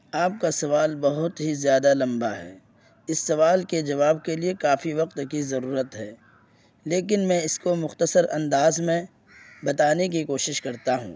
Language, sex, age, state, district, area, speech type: Urdu, male, 18-30, Bihar, Purnia, rural, spontaneous